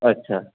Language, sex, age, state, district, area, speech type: Maithili, male, 30-45, Bihar, Supaul, urban, conversation